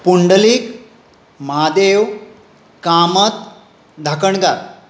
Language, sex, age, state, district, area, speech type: Goan Konkani, male, 60+, Goa, Tiswadi, rural, spontaneous